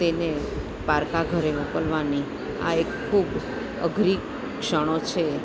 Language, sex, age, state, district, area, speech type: Gujarati, female, 45-60, Gujarat, Junagadh, urban, spontaneous